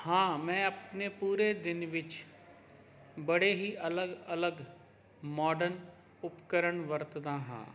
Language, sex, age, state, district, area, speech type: Punjabi, male, 30-45, Punjab, Jalandhar, urban, spontaneous